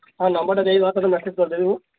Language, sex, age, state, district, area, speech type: Odia, male, 30-45, Odisha, Malkangiri, urban, conversation